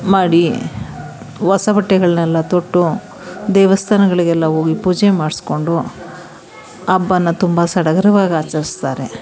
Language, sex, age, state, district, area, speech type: Kannada, female, 45-60, Karnataka, Mandya, urban, spontaneous